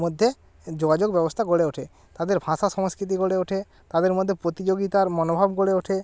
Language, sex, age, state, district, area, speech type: Bengali, male, 18-30, West Bengal, Jalpaiguri, rural, spontaneous